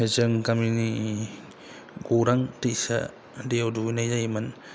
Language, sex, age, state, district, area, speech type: Bodo, male, 30-45, Assam, Kokrajhar, rural, spontaneous